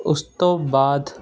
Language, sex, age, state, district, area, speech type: Punjabi, male, 30-45, Punjab, Ludhiana, urban, spontaneous